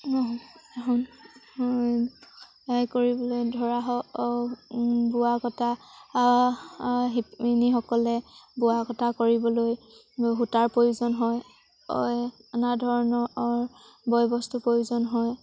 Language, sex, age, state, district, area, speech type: Assamese, female, 18-30, Assam, Sivasagar, rural, spontaneous